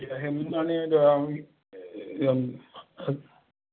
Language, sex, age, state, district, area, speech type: Marathi, male, 45-60, Maharashtra, Raigad, rural, conversation